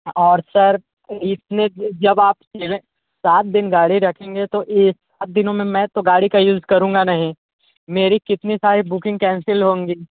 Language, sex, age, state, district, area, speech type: Hindi, male, 45-60, Uttar Pradesh, Sonbhadra, rural, conversation